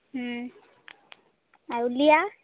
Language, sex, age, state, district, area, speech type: Odia, female, 18-30, Odisha, Nuapada, urban, conversation